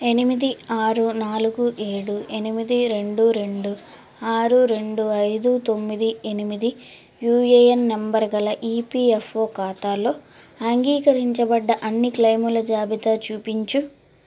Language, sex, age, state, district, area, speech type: Telugu, female, 18-30, Andhra Pradesh, Guntur, urban, read